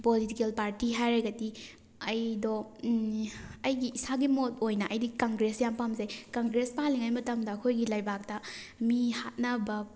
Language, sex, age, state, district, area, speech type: Manipuri, female, 30-45, Manipur, Thoubal, rural, spontaneous